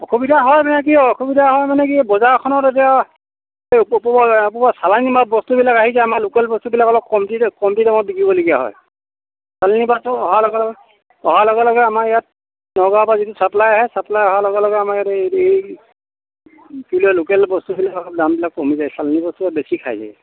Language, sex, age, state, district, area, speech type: Assamese, male, 45-60, Assam, Sivasagar, rural, conversation